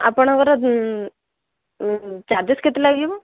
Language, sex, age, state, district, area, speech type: Odia, female, 18-30, Odisha, Ganjam, urban, conversation